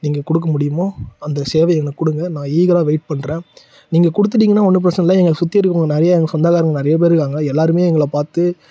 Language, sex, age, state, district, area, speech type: Tamil, male, 30-45, Tamil Nadu, Tiruvannamalai, rural, spontaneous